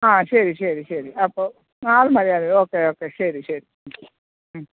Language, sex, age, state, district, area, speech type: Malayalam, female, 45-60, Kerala, Thiruvananthapuram, urban, conversation